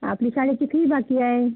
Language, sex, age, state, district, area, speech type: Marathi, female, 45-60, Maharashtra, Washim, rural, conversation